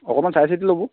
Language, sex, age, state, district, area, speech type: Assamese, male, 45-60, Assam, Dhemaji, rural, conversation